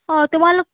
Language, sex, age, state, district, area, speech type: Assamese, female, 30-45, Assam, Nagaon, rural, conversation